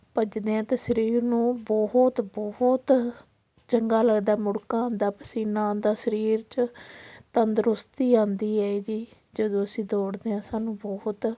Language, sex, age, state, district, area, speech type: Punjabi, female, 45-60, Punjab, Patiala, rural, spontaneous